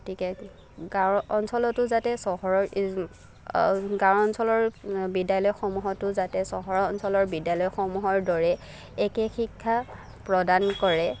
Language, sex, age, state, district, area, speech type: Assamese, female, 18-30, Assam, Nagaon, rural, spontaneous